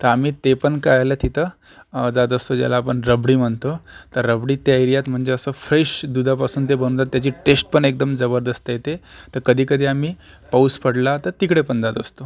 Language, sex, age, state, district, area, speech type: Marathi, male, 45-60, Maharashtra, Akola, urban, spontaneous